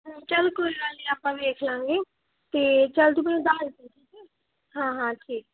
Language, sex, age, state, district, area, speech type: Punjabi, female, 18-30, Punjab, Muktsar, rural, conversation